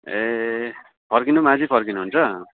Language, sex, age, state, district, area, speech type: Nepali, male, 18-30, West Bengal, Darjeeling, rural, conversation